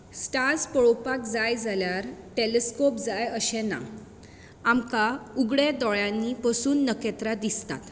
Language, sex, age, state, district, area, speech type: Goan Konkani, female, 18-30, Goa, Bardez, urban, spontaneous